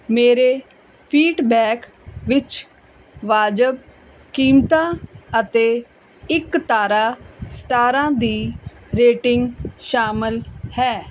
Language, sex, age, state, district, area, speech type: Punjabi, female, 45-60, Punjab, Fazilka, rural, read